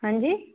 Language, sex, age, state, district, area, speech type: Punjabi, female, 18-30, Punjab, Fazilka, rural, conversation